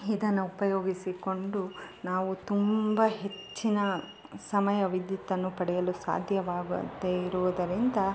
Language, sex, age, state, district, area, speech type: Kannada, female, 30-45, Karnataka, Chikkamagaluru, rural, spontaneous